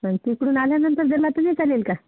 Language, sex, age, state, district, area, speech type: Marathi, female, 45-60, Maharashtra, Washim, rural, conversation